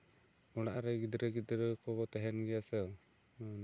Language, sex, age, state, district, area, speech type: Santali, male, 18-30, West Bengal, Bankura, rural, spontaneous